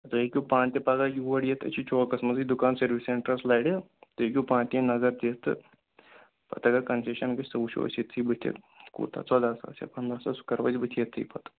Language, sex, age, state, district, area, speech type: Kashmiri, male, 18-30, Jammu and Kashmir, Pulwama, urban, conversation